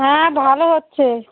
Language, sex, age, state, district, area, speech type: Bengali, female, 30-45, West Bengal, Darjeeling, urban, conversation